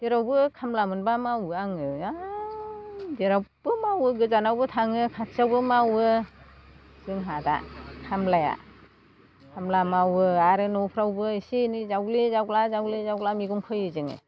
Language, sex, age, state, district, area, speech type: Bodo, female, 60+, Assam, Chirang, rural, spontaneous